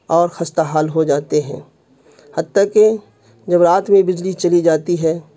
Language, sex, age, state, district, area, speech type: Urdu, male, 45-60, Bihar, Khagaria, urban, spontaneous